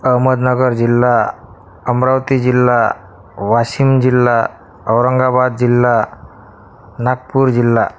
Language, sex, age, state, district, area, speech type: Marathi, male, 30-45, Maharashtra, Akola, urban, spontaneous